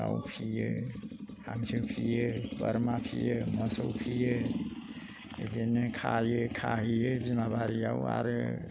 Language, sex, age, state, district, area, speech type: Bodo, male, 60+, Assam, Chirang, rural, spontaneous